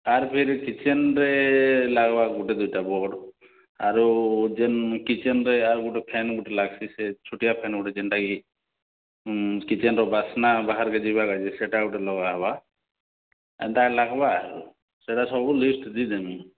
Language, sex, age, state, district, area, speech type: Odia, male, 30-45, Odisha, Kalahandi, rural, conversation